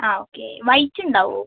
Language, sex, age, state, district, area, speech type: Malayalam, female, 30-45, Kerala, Kozhikode, urban, conversation